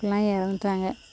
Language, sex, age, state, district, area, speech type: Tamil, female, 45-60, Tamil Nadu, Thoothukudi, rural, spontaneous